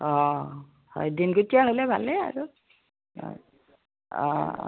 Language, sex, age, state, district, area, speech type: Assamese, female, 60+, Assam, Udalguri, rural, conversation